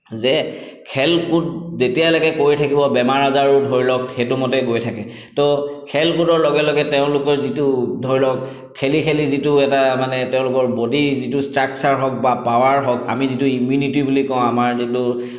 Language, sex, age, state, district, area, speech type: Assamese, male, 30-45, Assam, Chirang, urban, spontaneous